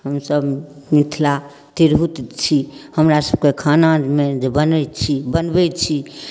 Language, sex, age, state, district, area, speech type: Maithili, female, 60+, Bihar, Darbhanga, urban, spontaneous